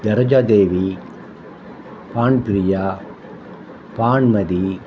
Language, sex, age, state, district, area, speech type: Tamil, male, 45-60, Tamil Nadu, Thoothukudi, urban, spontaneous